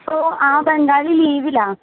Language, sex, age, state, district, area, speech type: Malayalam, female, 18-30, Kerala, Pathanamthitta, urban, conversation